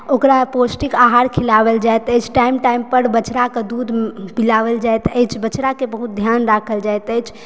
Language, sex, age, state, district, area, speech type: Maithili, female, 18-30, Bihar, Supaul, rural, spontaneous